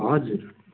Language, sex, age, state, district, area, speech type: Nepali, male, 18-30, West Bengal, Darjeeling, rural, conversation